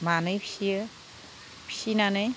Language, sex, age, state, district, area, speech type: Bodo, female, 45-60, Assam, Udalguri, rural, spontaneous